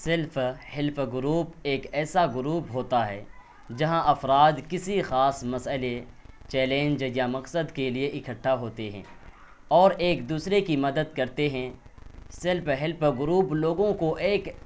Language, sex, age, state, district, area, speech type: Urdu, male, 18-30, Bihar, Purnia, rural, spontaneous